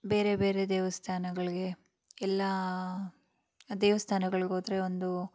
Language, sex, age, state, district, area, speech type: Kannada, female, 18-30, Karnataka, Chikkaballapur, rural, spontaneous